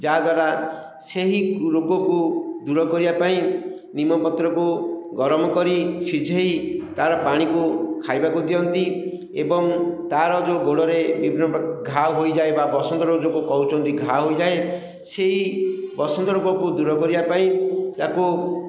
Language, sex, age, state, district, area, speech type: Odia, male, 45-60, Odisha, Ganjam, urban, spontaneous